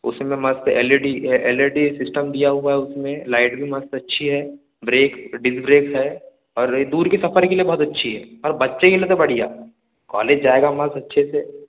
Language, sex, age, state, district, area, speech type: Hindi, male, 18-30, Madhya Pradesh, Balaghat, rural, conversation